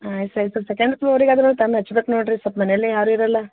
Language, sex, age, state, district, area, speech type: Kannada, female, 30-45, Karnataka, Gulbarga, urban, conversation